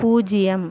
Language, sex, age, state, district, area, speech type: Tamil, female, 30-45, Tamil Nadu, Viluppuram, rural, read